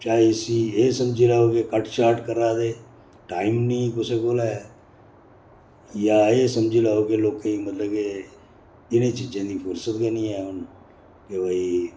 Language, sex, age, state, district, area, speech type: Dogri, male, 60+, Jammu and Kashmir, Reasi, urban, spontaneous